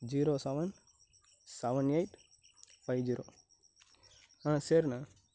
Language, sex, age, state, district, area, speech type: Tamil, male, 18-30, Tamil Nadu, Nagapattinam, rural, spontaneous